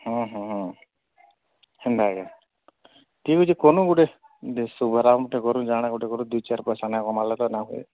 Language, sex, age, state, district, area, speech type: Odia, male, 45-60, Odisha, Nuapada, urban, conversation